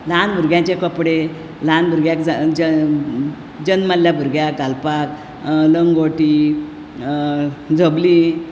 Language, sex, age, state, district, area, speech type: Goan Konkani, female, 60+, Goa, Bardez, urban, spontaneous